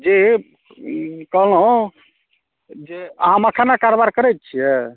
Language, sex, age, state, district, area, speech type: Maithili, male, 30-45, Bihar, Darbhanga, rural, conversation